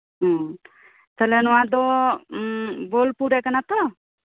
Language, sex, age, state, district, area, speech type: Santali, female, 30-45, West Bengal, Birbhum, rural, conversation